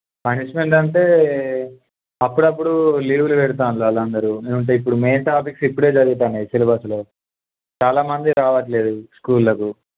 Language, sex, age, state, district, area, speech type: Telugu, male, 18-30, Telangana, Peddapalli, urban, conversation